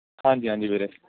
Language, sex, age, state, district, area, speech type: Punjabi, male, 18-30, Punjab, Firozpur, rural, conversation